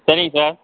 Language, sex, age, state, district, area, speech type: Tamil, male, 60+, Tamil Nadu, Tiruchirappalli, rural, conversation